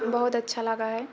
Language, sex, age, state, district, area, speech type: Maithili, female, 18-30, Bihar, Purnia, rural, spontaneous